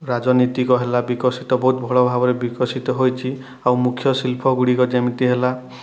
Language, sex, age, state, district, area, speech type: Odia, male, 30-45, Odisha, Kalahandi, rural, spontaneous